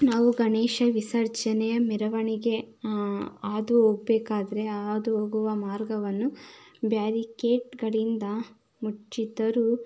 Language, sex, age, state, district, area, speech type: Kannada, female, 18-30, Karnataka, Chitradurga, rural, spontaneous